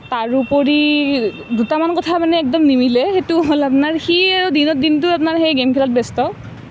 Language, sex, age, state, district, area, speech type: Assamese, female, 18-30, Assam, Nalbari, rural, spontaneous